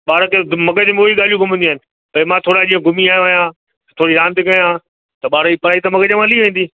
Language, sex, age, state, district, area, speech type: Sindhi, male, 60+, Gujarat, Kutch, urban, conversation